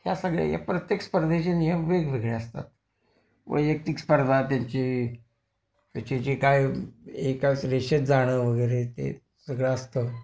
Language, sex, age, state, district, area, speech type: Marathi, male, 60+, Maharashtra, Kolhapur, urban, spontaneous